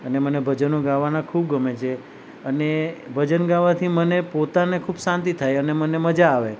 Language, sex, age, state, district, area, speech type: Gujarati, male, 45-60, Gujarat, Valsad, rural, spontaneous